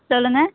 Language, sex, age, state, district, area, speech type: Tamil, female, 18-30, Tamil Nadu, Perambalur, urban, conversation